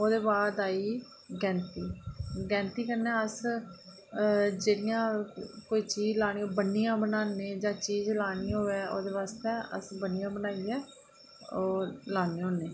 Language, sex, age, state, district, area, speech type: Dogri, female, 30-45, Jammu and Kashmir, Reasi, rural, spontaneous